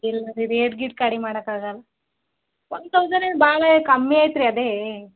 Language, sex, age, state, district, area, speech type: Kannada, female, 18-30, Karnataka, Gulbarga, rural, conversation